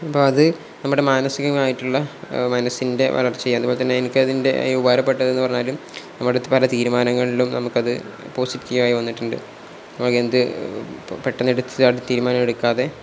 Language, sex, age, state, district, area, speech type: Malayalam, male, 18-30, Kerala, Malappuram, rural, spontaneous